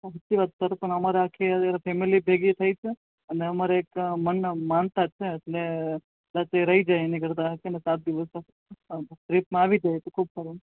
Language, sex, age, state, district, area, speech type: Gujarati, male, 18-30, Gujarat, Ahmedabad, urban, conversation